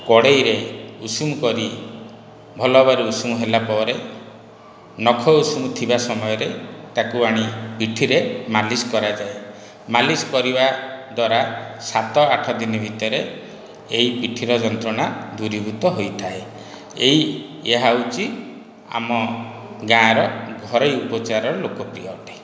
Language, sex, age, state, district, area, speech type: Odia, male, 60+, Odisha, Khordha, rural, spontaneous